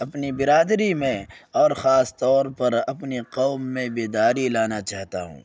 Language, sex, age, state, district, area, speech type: Urdu, male, 18-30, Bihar, Purnia, rural, spontaneous